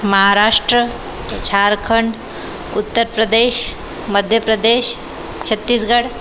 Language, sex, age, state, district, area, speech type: Marathi, female, 30-45, Maharashtra, Nagpur, urban, spontaneous